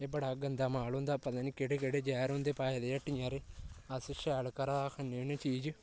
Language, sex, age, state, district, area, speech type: Dogri, male, 18-30, Jammu and Kashmir, Kathua, rural, spontaneous